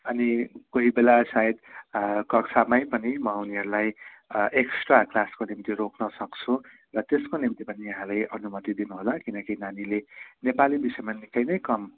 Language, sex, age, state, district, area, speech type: Nepali, male, 30-45, West Bengal, Darjeeling, rural, conversation